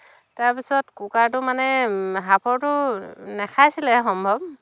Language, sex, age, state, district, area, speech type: Assamese, female, 30-45, Assam, Dhemaji, urban, spontaneous